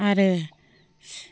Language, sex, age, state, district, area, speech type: Bodo, female, 60+, Assam, Baksa, rural, spontaneous